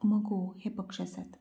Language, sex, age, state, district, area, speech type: Goan Konkani, female, 30-45, Goa, Canacona, rural, spontaneous